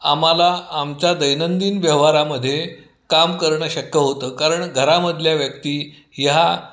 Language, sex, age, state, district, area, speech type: Marathi, male, 60+, Maharashtra, Kolhapur, urban, spontaneous